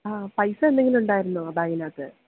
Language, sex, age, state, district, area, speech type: Malayalam, female, 18-30, Kerala, Idukki, rural, conversation